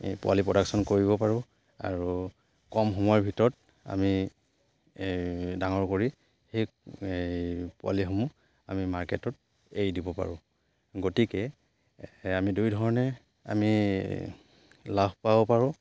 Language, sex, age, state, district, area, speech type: Assamese, male, 30-45, Assam, Charaideo, rural, spontaneous